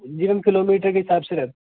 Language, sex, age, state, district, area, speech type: Hindi, male, 30-45, Rajasthan, Jaipur, urban, conversation